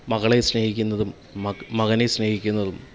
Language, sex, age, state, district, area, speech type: Malayalam, male, 30-45, Kerala, Kollam, rural, spontaneous